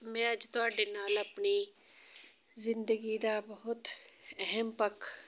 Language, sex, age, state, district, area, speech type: Punjabi, female, 45-60, Punjab, Amritsar, urban, spontaneous